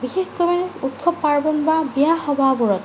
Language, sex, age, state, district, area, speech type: Assamese, female, 18-30, Assam, Morigaon, rural, spontaneous